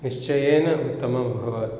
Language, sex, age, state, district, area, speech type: Sanskrit, male, 45-60, Kerala, Palakkad, urban, spontaneous